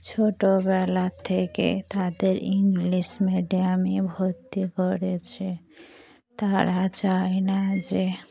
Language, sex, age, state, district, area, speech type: Bengali, female, 45-60, West Bengal, Dakshin Dinajpur, urban, spontaneous